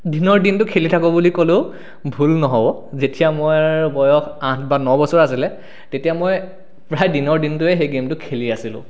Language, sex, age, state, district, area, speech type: Assamese, male, 18-30, Assam, Sonitpur, rural, spontaneous